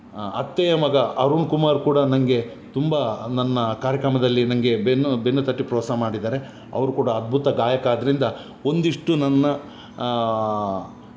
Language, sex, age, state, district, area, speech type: Kannada, male, 45-60, Karnataka, Udupi, rural, spontaneous